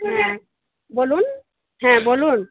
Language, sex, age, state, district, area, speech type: Bengali, female, 45-60, West Bengal, Birbhum, urban, conversation